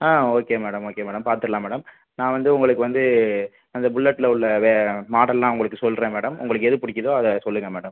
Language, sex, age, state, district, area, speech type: Tamil, male, 18-30, Tamil Nadu, Pudukkottai, rural, conversation